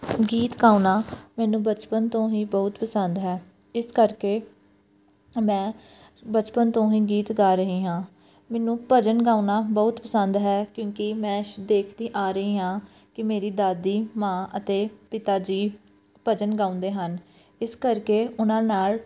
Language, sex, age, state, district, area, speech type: Punjabi, female, 18-30, Punjab, Pathankot, rural, spontaneous